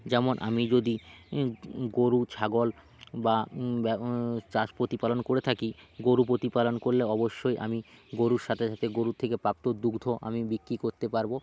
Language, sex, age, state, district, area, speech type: Bengali, male, 18-30, West Bengal, Jalpaiguri, rural, spontaneous